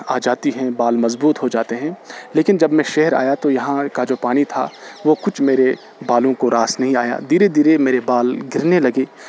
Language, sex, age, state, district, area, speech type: Urdu, male, 18-30, Jammu and Kashmir, Srinagar, rural, spontaneous